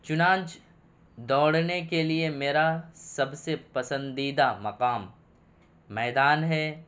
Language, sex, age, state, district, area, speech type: Urdu, male, 18-30, Bihar, Purnia, rural, spontaneous